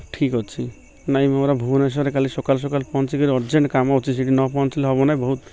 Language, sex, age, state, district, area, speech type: Odia, male, 30-45, Odisha, Malkangiri, urban, spontaneous